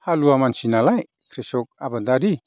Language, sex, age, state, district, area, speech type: Bodo, male, 60+, Assam, Chirang, rural, spontaneous